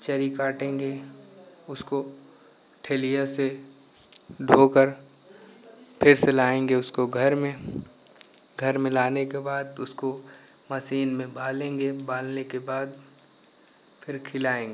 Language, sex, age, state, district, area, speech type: Hindi, male, 18-30, Uttar Pradesh, Pratapgarh, rural, spontaneous